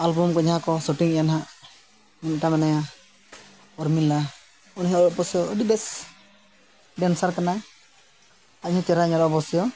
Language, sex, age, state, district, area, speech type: Santali, male, 45-60, Odisha, Mayurbhanj, rural, spontaneous